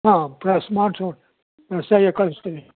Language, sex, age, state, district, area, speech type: Kannada, male, 60+, Karnataka, Mandya, rural, conversation